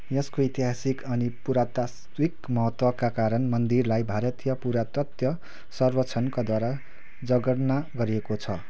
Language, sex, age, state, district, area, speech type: Nepali, male, 30-45, West Bengal, Kalimpong, rural, read